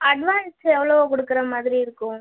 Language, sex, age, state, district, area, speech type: Tamil, female, 18-30, Tamil Nadu, Tiruchirappalli, urban, conversation